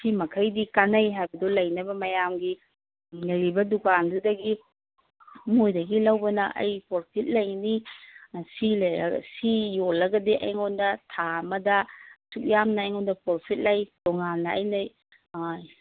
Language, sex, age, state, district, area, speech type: Manipuri, female, 45-60, Manipur, Kangpokpi, urban, conversation